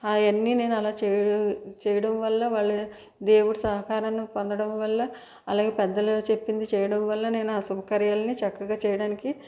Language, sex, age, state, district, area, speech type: Telugu, female, 45-60, Andhra Pradesh, East Godavari, rural, spontaneous